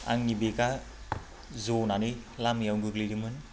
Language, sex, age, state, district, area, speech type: Bodo, male, 30-45, Assam, Chirang, rural, spontaneous